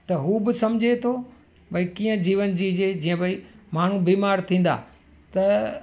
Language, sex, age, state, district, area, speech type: Sindhi, male, 45-60, Gujarat, Kutch, urban, spontaneous